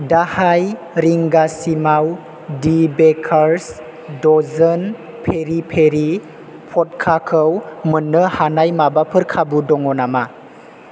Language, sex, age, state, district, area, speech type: Bodo, male, 18-30, Assam, Chirang, urban, read